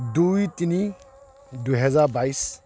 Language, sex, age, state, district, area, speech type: Assamese, male, 45-60, Assam, Kamrup Metropolitan, urban, spontaneous